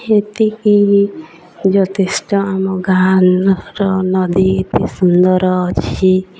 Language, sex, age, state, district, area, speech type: Odia, female, 18-30, Odisha, Nuapada, urban, spontaneous